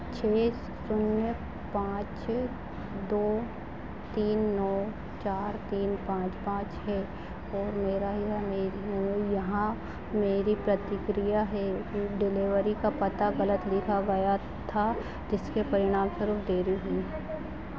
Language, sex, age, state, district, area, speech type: Hindi, female, 18-30, Madhya Pradesh, Harda, urban, read